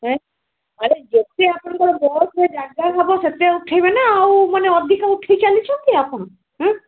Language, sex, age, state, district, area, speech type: Odia, female, 60+, Odisha, Gajapati, rural, conversation